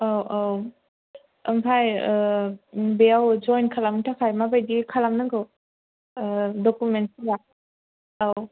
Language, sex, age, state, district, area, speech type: Bodo, female, 18-30, Assam, Kokrajhar, rural, conversation